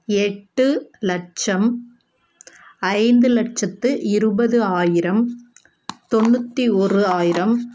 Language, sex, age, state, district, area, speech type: Tamil, female, 30-45, Tamil Nadu, Perambalur, rural, spontaneous